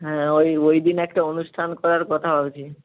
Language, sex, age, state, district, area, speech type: Bengali, male, 18-30, West Bengal, Nadia, rural, conversation